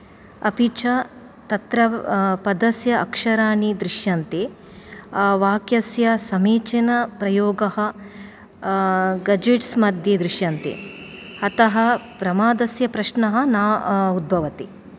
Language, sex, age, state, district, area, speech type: Sanskrit, female, 30-45, Karnataka, Dakshina Kannada, urban, spontaneous